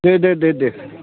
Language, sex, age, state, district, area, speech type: Bodo, male, 60+, Assam, Udalguri, rural, conversation